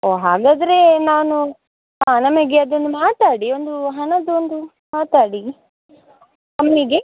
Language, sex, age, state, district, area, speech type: Kannada, female, 18-30, Karnataka, Dakshina Kannada, rural, conversation